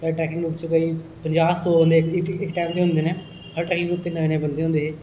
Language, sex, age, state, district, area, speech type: Dogri, male, 30-45, Jammu and Kashmir, Kathua, rural, spontaneous